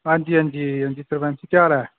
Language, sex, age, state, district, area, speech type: Dogri, male, 18-30, Jammu and Kashmir, Udhampur, rural, conversation